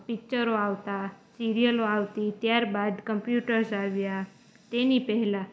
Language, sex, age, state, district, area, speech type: Gujarati, female, 18-30, Gujarat, Junagadh, rural, spontaneous